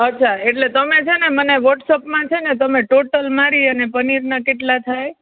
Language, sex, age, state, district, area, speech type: Gujarati, female, 30-45, Gujarat, Rajkot, urban, conversation